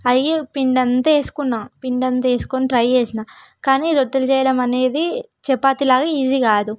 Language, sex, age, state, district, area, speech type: Telugu, female, 18-30, Telangana, Hyderabad, rural, spontaneous